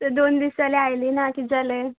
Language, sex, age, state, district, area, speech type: Goan Konkani, female, 18-30, Goa, Canacona, rural, conversation